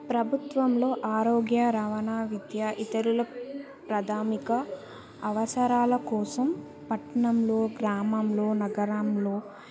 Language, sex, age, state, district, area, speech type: Telugu, female, 18-30, Telangana, Yadadri Bhuvanagiri, urban, spontaneous